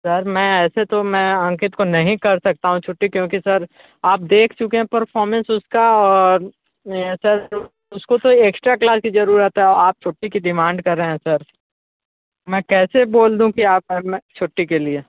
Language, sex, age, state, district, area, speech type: Hindi, male, 45-60, Uttar Pradesh, Sonbhadra, rural, conversation